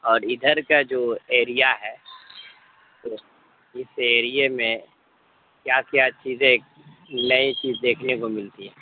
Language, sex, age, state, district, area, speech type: Urdu, male, 60+, Bihar, Madhubani, urban, conversation